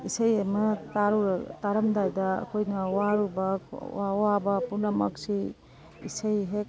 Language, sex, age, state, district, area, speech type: Manipuri, female, 45-60, Manipur, Imphal East, rural, spontaneous